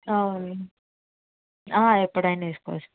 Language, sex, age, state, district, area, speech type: Telugu, female, 18-30, Andhra Pradesh, Krishna, urban, conversation